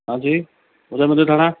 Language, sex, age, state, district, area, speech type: Hindi, male, 30-45, Rajasthan, Jodhpur, urban, conversation